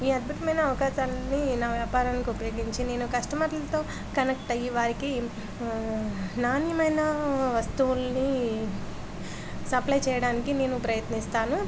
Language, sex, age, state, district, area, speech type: Telugu, female, 30-45, Andhra Pradesh, Anakapalli, rural, spontaneous